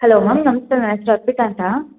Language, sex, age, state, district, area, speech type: Kannada, female, 18-30, Karnataka, Hassan, urban, conversation